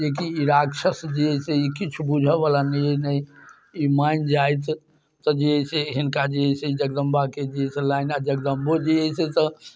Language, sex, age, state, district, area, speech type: Maithili, male, 60+, Bihar, Muzaffarpur, urban, spontaneous